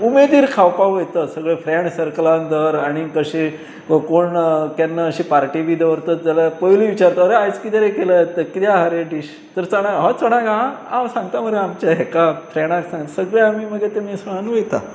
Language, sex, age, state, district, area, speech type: Goan Konkani, male, 45-60, Goa, Pernem, rural, spontaneous